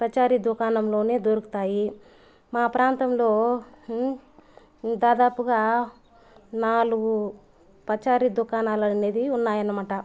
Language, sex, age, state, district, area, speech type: Telugu, female, 30-45, Andhra Pradesh, Sri Balaji, rural, spontaneous